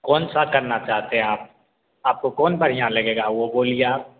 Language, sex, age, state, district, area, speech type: Hindi, male, 18-30, Bihar, Begusarai, rural, conversation